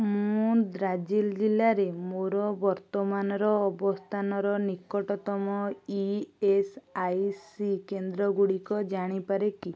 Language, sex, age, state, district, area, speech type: Odia, female, 18-30, Odisha, Puri, urban, read